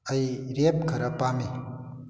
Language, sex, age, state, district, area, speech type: Manipuri, male, 60+, Manipur, Kakching, rural, read